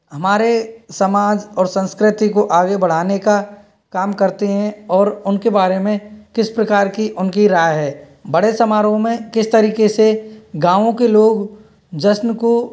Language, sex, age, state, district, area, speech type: Hindi, male, 45-60, Rajasthan, Karauli, rural, spontaneous